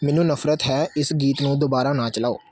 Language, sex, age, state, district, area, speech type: Punjabi, male, 30-45, Punjab, Amritsar, urban, read